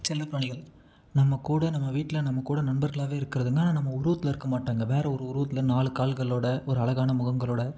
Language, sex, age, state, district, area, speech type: Tamil, male, 18-30, Tamil Nadu, Salem, rural, spontaneous